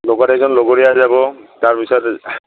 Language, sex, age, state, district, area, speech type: Assamese, male, 60+, Assam, Udalguri, rural, conversation